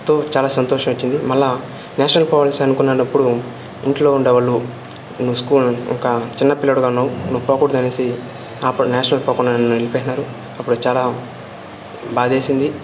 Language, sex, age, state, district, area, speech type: Telugu, male, 18-30, Andhra Pradesh, Sri Balaji, rural, spontaneous